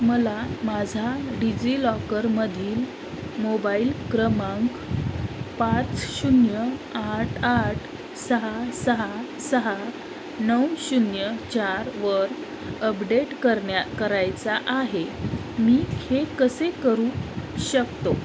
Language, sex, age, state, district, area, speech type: Marathi, female, 30-45, Maharashtra, Osmanabad, rural, read